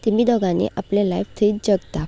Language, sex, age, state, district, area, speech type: Goan Konkani, female, 18-30, Goa, Canacona, rural, spontaneous